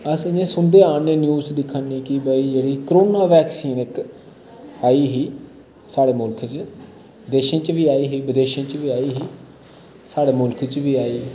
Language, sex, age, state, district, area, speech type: Dogri, male, 30-45, Jammu and Kashmir, Udhampur, rural, spontaneous